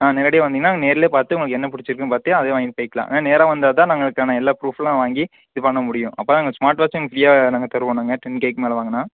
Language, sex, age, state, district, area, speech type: Tamil, male, 18-30, Tamil Nadu, Coimbatore, urban, conversation